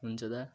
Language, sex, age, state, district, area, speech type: Nepali, male, 30-45, West Bengal, Jalpaiguri, urban, spontaneous